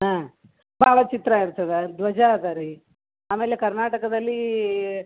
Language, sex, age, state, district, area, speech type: Kannada, female, 30-45, Karnataka, Gulbarga, urban, conversation